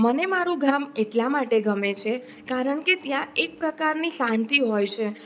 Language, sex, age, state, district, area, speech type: Gujarati, female, 18-30, Gujarat, Surat, rural, spontaneous